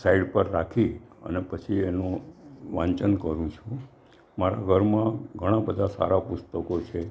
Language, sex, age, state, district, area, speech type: Gujarati, male, 60+, Gujarat, Valsad, rural, spontaneous